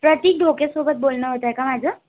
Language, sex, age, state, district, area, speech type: Marathi, female, 18-30, Maharashtra, Nagpur, urban, conversation